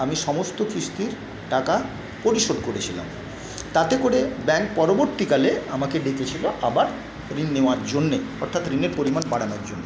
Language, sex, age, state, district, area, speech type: Bengali, male, 60+, West Bengal, Paschim Medinipur, rural, spontaneous